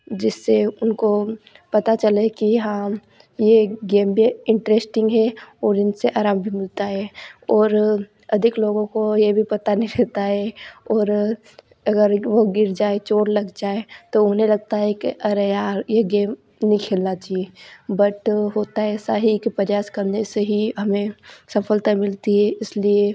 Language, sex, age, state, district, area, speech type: Hindi, female, 18-30, Madhya Pradesh, Ujjain, rural, spontaneous